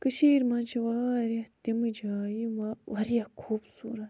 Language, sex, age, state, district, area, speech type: Kashmiri, female, 18-30, Jammu and Kashmir, Budgam, rural, spontaneous